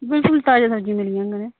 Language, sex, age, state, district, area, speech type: Dogri, female, 30-45, Jammu and Kashmir, Udhampur, rural, conversation